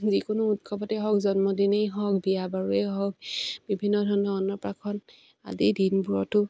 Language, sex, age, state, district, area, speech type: Assamese, female, 45-60, Assam, Dibrugarh, rural, spontaneous